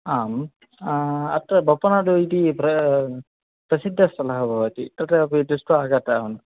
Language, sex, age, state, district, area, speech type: Sanskrit, male, 18-30, Karnataka, Dakshina Kannada, rural, conversation